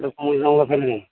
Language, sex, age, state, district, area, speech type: Bengali, male, 45-60, West Bengal, Darjeeling, rural, conversation